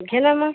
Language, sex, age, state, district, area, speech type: Marathi, female, 30-45, Maharashtra, Washim, rural, conversation